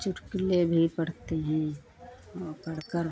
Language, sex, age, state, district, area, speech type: Hindi, female, 60+, Uttar Pradesh, Lucknow, rural, spontaneous